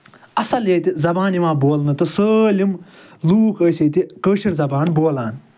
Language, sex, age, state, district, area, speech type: Kashmiri, male, 45-60, Jammu and Kashmir, Srinagar, rural, spontaneous